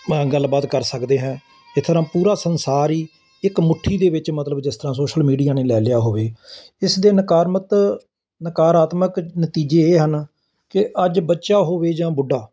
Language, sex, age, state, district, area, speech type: Punjabi, male, 60+, Punjab, Ludhiana, urban, spontaneous